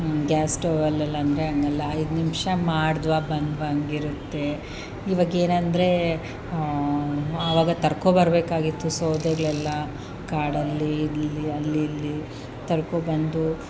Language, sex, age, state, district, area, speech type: Kannada, female, 30-45, Karnataka, Chamarajanagar, rural, spontaneous